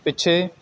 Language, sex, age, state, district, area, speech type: Punjabi, male, 18-30, Punjab, Shaheed Bhagat Singh Nagar, rural, read